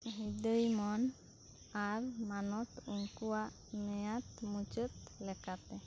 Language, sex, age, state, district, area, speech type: Santali, other, 18-30, West Bengal, Birbhum, rural, read